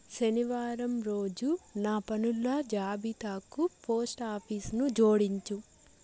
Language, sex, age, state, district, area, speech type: Telugu, female, 18-30, Andhra Pradesh, Chittoor, urban, read